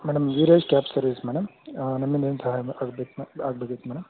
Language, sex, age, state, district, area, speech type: Kannada, male, 18-30, Karnataka, Tumkur, urban, conversation